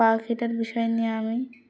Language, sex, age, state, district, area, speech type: Bengali, female, 18-30, West Bengal, Dakshin Dinajpur, urban, spontaneous